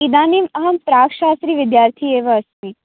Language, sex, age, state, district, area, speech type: Sanskrit, female, 18-30, Maharashtra, Sangli, rural, conversation